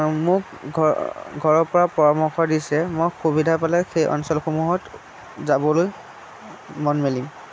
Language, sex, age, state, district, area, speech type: Assamese, male, 18-30, Assam, Sonitpur, rural, spontaneous